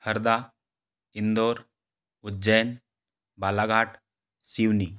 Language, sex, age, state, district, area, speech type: Hindi, male, 30-45, Madhya Pradesh, Betul, rural, spontaneous